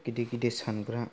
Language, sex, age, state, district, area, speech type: Bodo, male, 18-30, Assam, Kokrajhar, rural, spontaneous